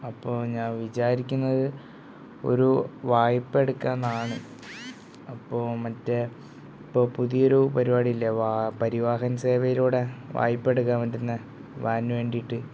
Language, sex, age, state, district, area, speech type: Malayalam, male, 18-30, Kerala, Wayanad, rural, spontaneous